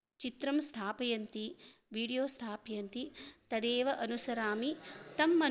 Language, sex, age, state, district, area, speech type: Sanskrit, female, 30-45, Karnataka, Shimoga, rural, spontaneous